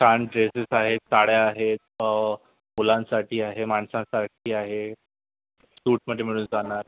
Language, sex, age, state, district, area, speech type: Marathi, male, 30-45, Maharashtra, Yavatmal, urban, conversation